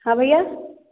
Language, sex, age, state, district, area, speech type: Hindi, female, 18-30, Uttar Pradesh, Jaunpur, rural, conversation